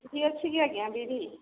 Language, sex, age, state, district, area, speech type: Odia, female, 30-45, Odisha, Boudh, rural, conversation